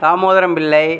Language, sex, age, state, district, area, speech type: Tamil, male, 45-60, Tamil Nadu, Tiruchirappalli, rural, spontaneous